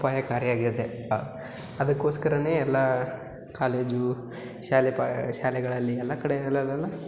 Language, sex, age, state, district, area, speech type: Kannada, male, 18-30, Karnataka, Yadgir, rural, spontaneous